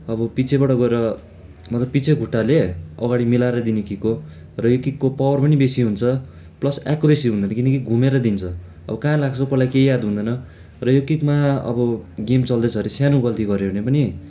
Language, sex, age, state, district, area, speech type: Nepali, male, 18-30, West Bengal, Darjeeling, rural, spontaneous